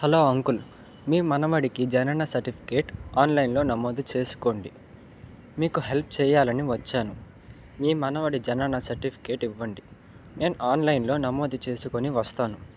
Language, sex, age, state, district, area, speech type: Telugu, male, 18-30, Andhra Pradesh, Nandyal, urban, spontaneous